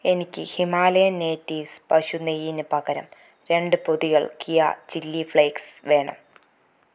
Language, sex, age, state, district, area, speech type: Malayalam, female, 45-60, Kerala, Palakkad, rural, read